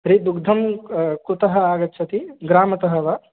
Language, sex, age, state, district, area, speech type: Sanskrit, male, 18-30, Bihar, East Champaran, urban, conversation